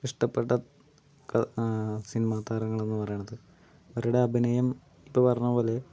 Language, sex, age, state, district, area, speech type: Malayalam, male, 18-30, Kerala, Palakkad, urban, spontaneous